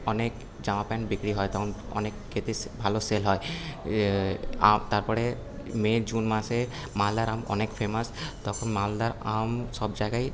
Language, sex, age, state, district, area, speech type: Bengali, male, 18-30, West Bengal, Paschim Bardhaman, urban, spontaneous